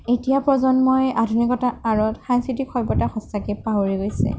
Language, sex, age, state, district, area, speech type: Assamese, female, 45-60, Assam, Sonitpur, rural, spontaneous